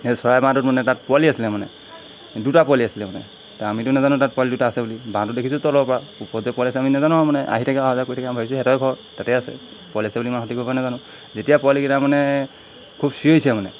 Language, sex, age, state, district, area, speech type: Assamese, male, 45-60, Assam, Golaghat, rural, spontaneous